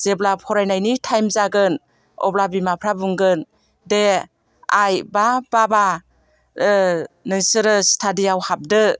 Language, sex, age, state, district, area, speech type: Bodo, female, 60+, Assam, Chirang, rural, spontaneous